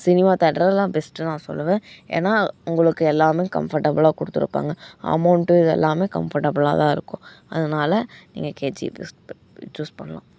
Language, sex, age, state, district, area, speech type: Tamil, female, 18-30, Tamil Nadu, Coimbatore, rural, spontaneous